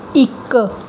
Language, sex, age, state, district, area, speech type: Punjabi, female, 30-45, Punjab, Pathankot, rural, read